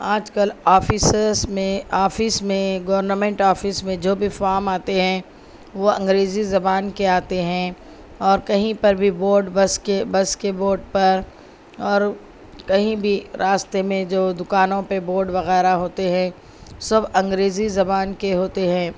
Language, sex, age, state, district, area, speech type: Urdu, female, 30-45, Telangana, Hyderabad, urban, spontaneous